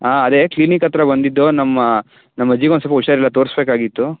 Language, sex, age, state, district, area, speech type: Kannada, male, 18-30, Karnataka, Tumkur, urban, conversation